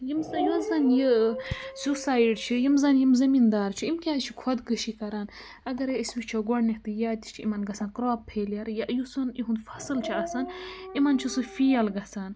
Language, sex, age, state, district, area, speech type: Kashmiri, female, 30-45, Jammu and Kashmir, Budgam, rural, spontaneous